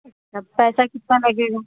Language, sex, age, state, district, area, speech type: Hindi, female, 60+, Uttar Pradesh, Sitapur, rural, conversation